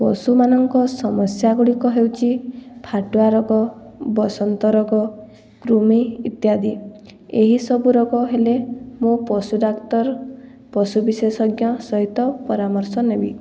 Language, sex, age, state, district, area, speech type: Odia, female, 18-30, Odisha, Boudh, rural, spontaneous